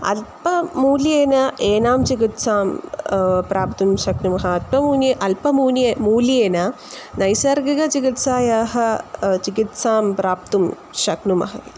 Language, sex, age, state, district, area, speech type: Sanskrit, female, 18-30, Kerala, Kollam, urban, spontaneous